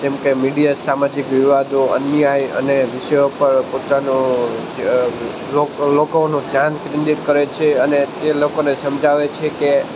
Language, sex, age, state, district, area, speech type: Gujarati, male, 18-30, Gujarat, Junagadh, urban, spontaneous